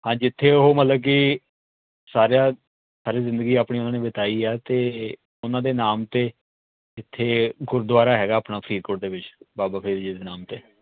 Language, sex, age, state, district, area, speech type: Punjabi, male, 30-45, Punjab, Faridkot, urban, conversation